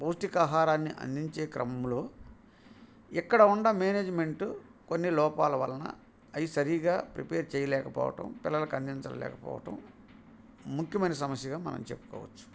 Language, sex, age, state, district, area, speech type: Telugu, male, 45-60, Andhra Pradesh, Bapatla, urban, spontaneous